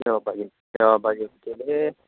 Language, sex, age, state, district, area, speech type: Malayalam, male, 18-30, Kerala, Malappuram, rural, conversation